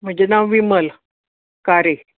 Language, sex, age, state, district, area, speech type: Goan Konkani, male, 45-60, Goa, Bardez, urban, conversation